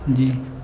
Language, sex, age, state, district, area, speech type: Urdu, male, 18-30, Uttar Pradesh, Muzaffarnagar, urban, spontaneous